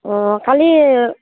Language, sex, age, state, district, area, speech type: Assamese, female, 30-45, Assam, Barpeta, rural, conversation